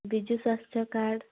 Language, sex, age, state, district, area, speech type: Odia, female, 18-30, Odisha, Koraput, urban, conversation